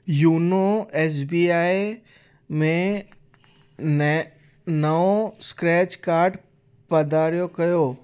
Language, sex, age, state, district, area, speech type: Sindhi, male, 18-30, Gujarat, Kutch, urban, read